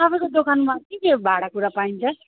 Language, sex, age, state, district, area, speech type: Nepali, female, 45-60, West Bengal, Alipurduar, rural, conversation